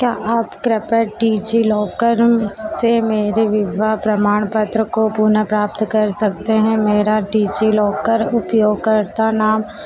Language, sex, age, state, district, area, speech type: Hindi, female, 18-30, Madhya Pradesh, Harda, urban, read